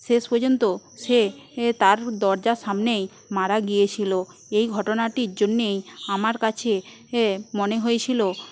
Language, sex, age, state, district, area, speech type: Bengali, female, 18-30, West Bengal, Paschim Medinipur, rural, spontaneous